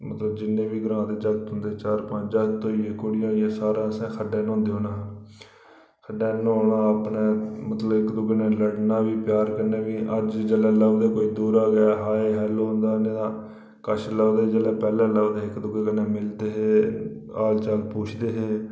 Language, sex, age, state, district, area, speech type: Dogri, male, 30-45, Jammu and Kashmir, Reasi, rural, spontaneous